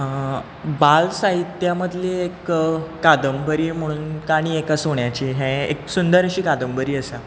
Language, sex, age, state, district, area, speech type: Goan Konkani, male, 18-30, Goa, Bardez, rural, spontaneous